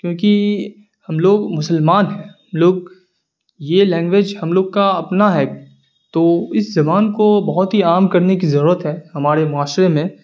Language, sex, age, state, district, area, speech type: Urdu, male, 18-30, Bihar, Darbhanga, rural, spontaneous